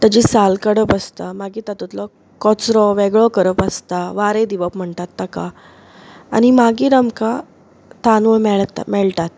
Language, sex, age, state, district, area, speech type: Goan Konkani, female, 30-45, Goa, Bardez, rural, spontaneous